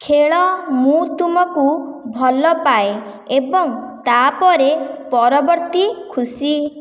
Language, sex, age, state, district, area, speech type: Odia, female, 45-60, Odisha, Khordha, rural, read